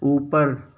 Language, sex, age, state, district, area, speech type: Urdu, male, 30-45, Delhi, Central Delhi, urban, read